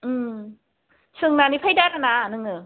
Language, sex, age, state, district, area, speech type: Bodo, female, 30-45, Assam, Udalguri, urban, conversation